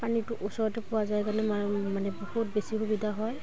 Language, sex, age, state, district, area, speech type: Assamese, female, 18-30, Assam, Udalguri, rural, spontaneous